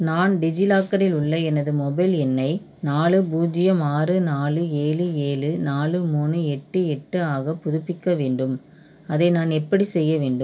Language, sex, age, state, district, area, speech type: Tamil, female, 30-45, Tamil Nadu, Madurai, urban, read